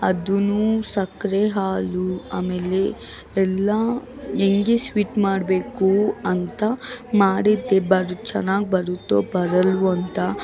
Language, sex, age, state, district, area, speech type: Kannada, female, 18-30, Karnataka, Bangalore Urban, urban, spontaneous